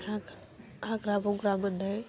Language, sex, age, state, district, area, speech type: Bodo, female, 18-30, Assam, Udalguri, urban, spontaneous